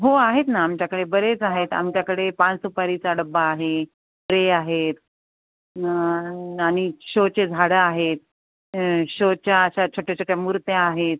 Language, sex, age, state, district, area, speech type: Marathi, female, 45-60, Maharashtra, Nanded, urban, conversation